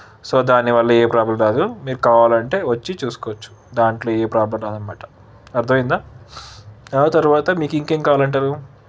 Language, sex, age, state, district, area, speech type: Telugu, male, 30-45, Andhra Pradesh, Krishna, urban, spontaneous